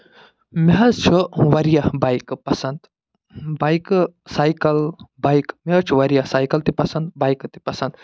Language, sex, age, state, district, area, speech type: Kashmiri, male, 45-60, Jammu and Kashmir, Budgam, urban, spontaneous